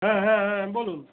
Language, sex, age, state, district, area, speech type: Bengali, male, 60+, West Bengal, Darjeeling, rural, conversation